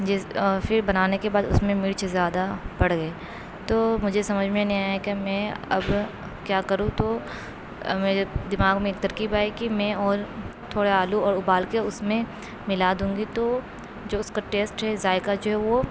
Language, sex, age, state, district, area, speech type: Urdu, female, 18-30, Uttar Pradesh, Aligarh, urban, spontaneous